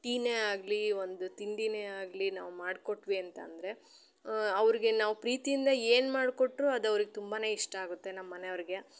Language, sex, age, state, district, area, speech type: Kannada, female, 30-45, Karnataka, Chitradurga, rural, spontaneous